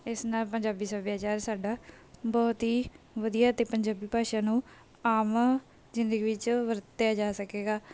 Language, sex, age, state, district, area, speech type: Punjabi, female, 30-45, Punjab, Bathinda, urban, spontaneous